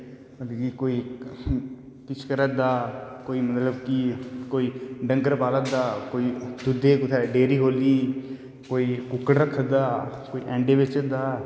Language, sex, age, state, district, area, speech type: Dogri, male, 18-30, Jammu and Kashmir, Udhampur, rural, spontaneous